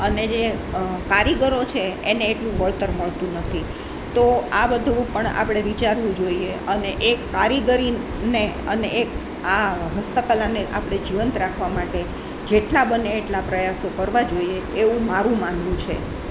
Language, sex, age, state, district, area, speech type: Gujarati, female, 60+, Gujarat, Rajkot, urban, spontaneous